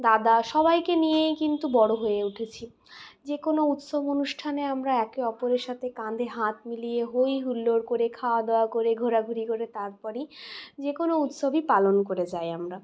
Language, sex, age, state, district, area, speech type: Bengali, female, 60+, West Bengal, Purulia, urban, spontaneous